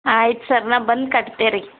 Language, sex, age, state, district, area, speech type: Kannada, female, 30-45, Karnataka, Bidar, urban, conversation